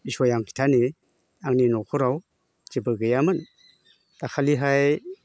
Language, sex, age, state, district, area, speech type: Bodo, male, 60+, Assam, Chirang, rural, spontaneous